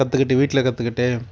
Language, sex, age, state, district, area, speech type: Tamil, male, 30-45, Tamil Nadu, Perambalur, rural, spontaneous